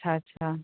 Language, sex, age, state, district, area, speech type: Urdu, female, 30-45, Uttar Pradesh, Rampur, urban, conversation